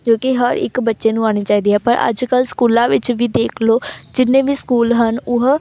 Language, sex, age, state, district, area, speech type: Punjabi, female, 18-30, Punjab, Amritsar, urban, spontaneous